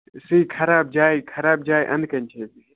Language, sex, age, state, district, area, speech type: Kashmiri, male, 18-30, Jammu and Kashmir, Baramulla, rural, conversation